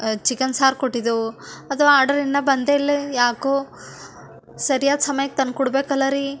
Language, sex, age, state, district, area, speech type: Kannada, female, 18-30, Karnataka, Bidar, urban, spontaneous